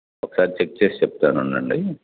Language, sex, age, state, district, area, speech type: Telugu, male, 45-60, Andhra Pradesh, N T Rama Rao, urban, conversation